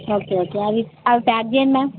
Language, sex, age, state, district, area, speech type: Telugu, female, 30-45, Andhra Pradesh, Kurnool, rural, conversation